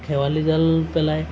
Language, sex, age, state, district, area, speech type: Assamese, male, 45-60, Assam, Lakhimpur, rural, spontaneous